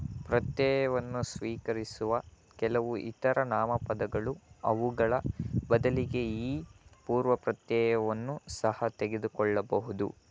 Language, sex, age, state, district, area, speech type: Kannada, male, 18-30, Karnataka, Chitradurga, rural, read